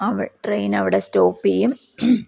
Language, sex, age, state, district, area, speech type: Malayalam, female, 30-45, Kerala, Palakkad, rural, spontaneous